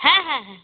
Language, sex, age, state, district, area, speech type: Bengali, female, 45-60, West Bengal, North 24 Parganas, rural, conversation